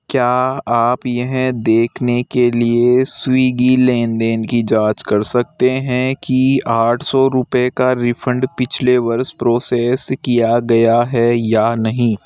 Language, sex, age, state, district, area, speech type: Hindi, male, 45-60, Rajasthan, Jaipur, urban, read